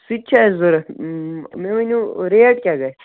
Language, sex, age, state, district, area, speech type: Kashmiri, male, 18-30, Jammu and Kashmir, Baramulla, rural, conversation